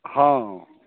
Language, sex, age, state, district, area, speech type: Maithili, male, 45-60, Bihar, Saharsa, rural, conversation